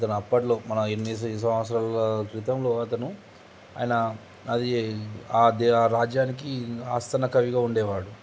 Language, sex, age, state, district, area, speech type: Telugu, male, 30-45, Telangana, Nizamabad, urban, spontaneous